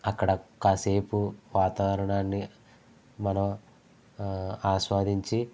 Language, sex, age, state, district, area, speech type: Telugu, male, 18-30, Andhra Pradesh, East Godavari, rural, spontaneous